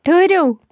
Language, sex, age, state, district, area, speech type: Kashmiri, female, 18-30, Jammu and Kashmir, Pulwama, rural, read